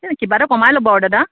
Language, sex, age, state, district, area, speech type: Assamese, female, 18-30, Assam, Golaghat, rural, conversation